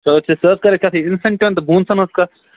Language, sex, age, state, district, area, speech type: Kashmiri, male, 45-60, Jammu and Kashmir, Baramulla, rural, conversation